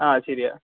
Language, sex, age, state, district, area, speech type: Malayalam, male, 18-30, Kerala, Thiruvananthapuram, urban, conversation